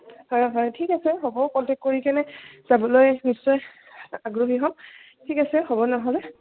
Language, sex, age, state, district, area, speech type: Assamese, female, 18-30, Assam, Goalpara, urban, conversation